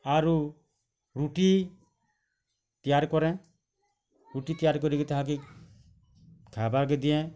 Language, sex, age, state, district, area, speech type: Odia, male, 45-60, Odisha, Bargarh, urban, spontaneous